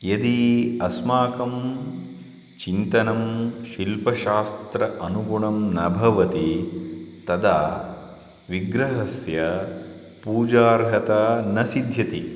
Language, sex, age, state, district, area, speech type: Sanskrit, male, 30-45, Karnataka, Shimoga, rural, spontaneous